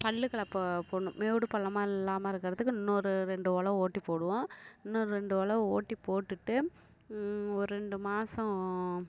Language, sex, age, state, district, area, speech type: Tamil, female, 30-45, Tamil Nadu, Perambalur, rural, spontaneous